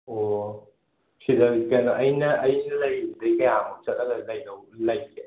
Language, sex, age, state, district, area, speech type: Manipuri, male, 30-45, Manipur, Imphal West, rural, conversation